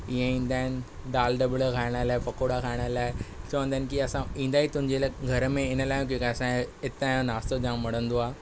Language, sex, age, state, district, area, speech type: Sindhi, male, 18-30, Maharashtra, Thane, urban, spontaneous